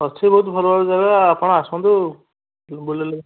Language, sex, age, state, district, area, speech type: Odia, male, 18-30, Odisha, Kendujhar, urban, conversation